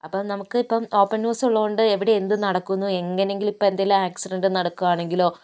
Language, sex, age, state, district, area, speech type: Malayalam, female, 60+, Kerala, Kozhikode, urban, spontaneous